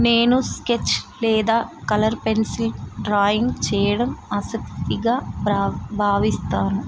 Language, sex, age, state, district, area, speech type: Telugu, female, 30-45, Telangana, Mulugu, rural, spontaneous